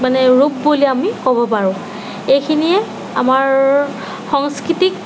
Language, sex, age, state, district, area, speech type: Assamese, female, 30-45, Assam, Nagaon, rural, spontaneous